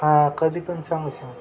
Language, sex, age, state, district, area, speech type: Marathi, male, 18-30, Maharashtra, Satara, urban, spontaneous